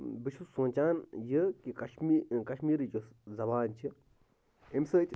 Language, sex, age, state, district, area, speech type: Kashmiri, male, 30-45, Jammu and Kashmir, Bandipora, rural, spontaneous